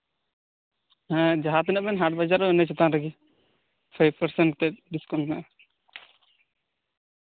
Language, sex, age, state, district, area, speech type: Santali, male, 18-30, West Bengal, Birbhum, rural, conversation